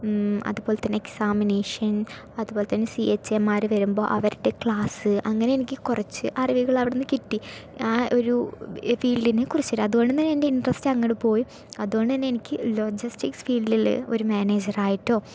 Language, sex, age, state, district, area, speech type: Malayalam, female, 18-30, Kerala, Palakkad, rural, spontaneous